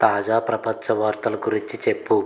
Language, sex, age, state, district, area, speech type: Telugu, male, 30-45, Andhra Pradesh, Konaseema, rural, read